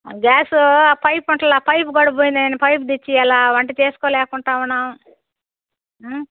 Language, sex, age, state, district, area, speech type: Telugu, female, 60+, Andhra Pradesh, Nellore, rural, conversation